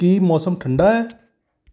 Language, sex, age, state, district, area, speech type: Punjabi, male, 45-60, Punjab, Kapurthala, urban, read